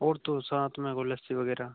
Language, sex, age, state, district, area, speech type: Hindi, male, 18-30, Rajasthan, Nagaur, rural, conversation